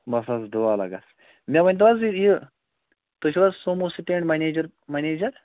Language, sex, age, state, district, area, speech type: Kashmiri, male, 30-45, Jammu and Kashmir, Pulwama, rural, conversation